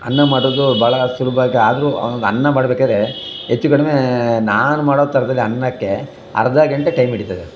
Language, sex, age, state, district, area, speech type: Kannada, male, 60+, Karnataka, Chamarajanagar, rural, spontaneous